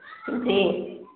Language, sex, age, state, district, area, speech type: Urdu, female, 30-45, Uttar Pradesh, Lucknow, rural, conversation